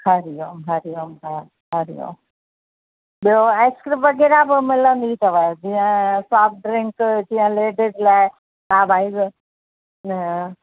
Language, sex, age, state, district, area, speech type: Sindhi, female, 45-60, Uttar Pradesh, Lucknow, rural, conversation